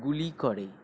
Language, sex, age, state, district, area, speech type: Bengali, male, 18-30, West Bengal, South 24 Parganas, urban, spontaneous